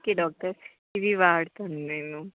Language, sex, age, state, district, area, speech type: Telugu, female, 18-30, Telangana, Hyderabad, urban, conversation